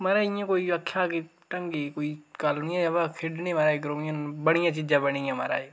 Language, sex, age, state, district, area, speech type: Dogri, male, 18-30, Jammu and Kashmir, Reasi, rural, spontaneous